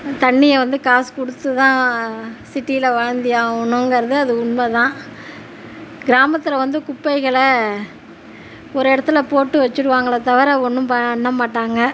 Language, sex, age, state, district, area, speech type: Tamil, female, 45-60, Tamil Nadu, Tiruchirappalli, rural, spontaneous